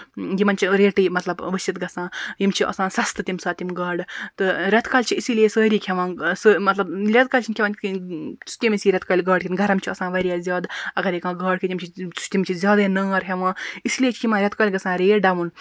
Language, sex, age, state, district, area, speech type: Kashmiri, female, 30-45, Jammu and Kashmir, Baramulla, rural, spontaneous